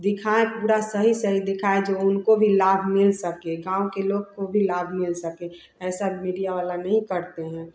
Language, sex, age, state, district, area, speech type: Hindi, female, 30-45, Bihar, Samastipur, rural, spontaneous